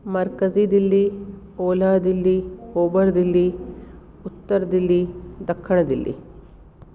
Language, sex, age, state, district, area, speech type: Sindhi, female, 45-60, Delhi, South Delhi, urban, spontaneous